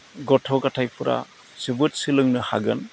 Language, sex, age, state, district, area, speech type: Bodo, male, 45-60, Assam, Udalguri, rural, spontaneous